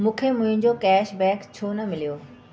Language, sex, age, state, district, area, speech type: Sindhi, female, 45-60, Delhi, South Delhi, urban, read